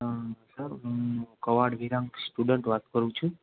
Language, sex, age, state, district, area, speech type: Gujarati, male, 18-30, Gujarat, Ahmedabad, rural, conversation